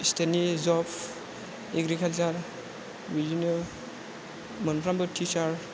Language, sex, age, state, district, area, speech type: Bodo, female, 30-45, Assam, Chirang, rural, spontaneous